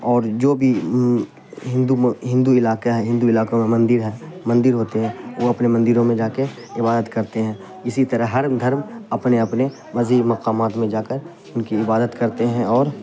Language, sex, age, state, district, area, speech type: Urdu, male, 18-30, Bihar, Khagaria, rural, spontaneous